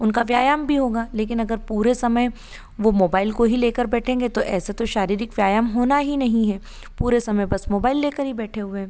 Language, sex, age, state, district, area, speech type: Hindi, female, 30-45, Madhya Pradesh, Ujjain, urban, spontaneous